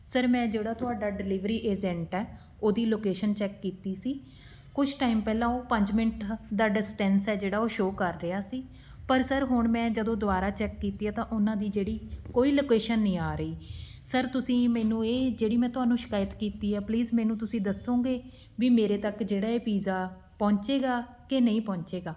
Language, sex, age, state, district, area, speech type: Punjabi, female, 30-45, Punjab, Patiala, rural, spontaneous